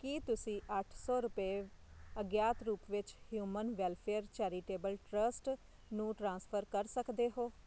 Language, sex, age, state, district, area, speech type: Punjabi, female, 30-45, Punjab, Shaheed Bhagat Singh Nagar, urban, read